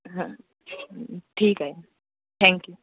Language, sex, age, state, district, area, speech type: Marathi, male, 18-30, Maharashtra, Wardha, rural, conversation